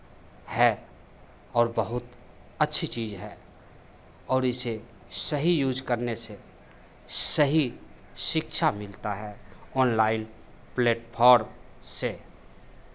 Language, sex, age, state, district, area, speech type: Hindi, male, 45-60, Bihar, Begusarai, urban, spontaneous